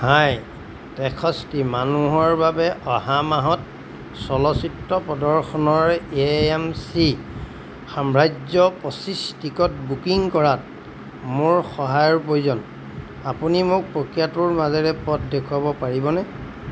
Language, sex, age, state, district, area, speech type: Assamese, male, 45-60, Assam, Golaghat, urban, read